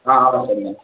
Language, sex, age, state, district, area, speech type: Tamil, male, 18-30, Tamil Nadu, Thanjavur, rural, conversation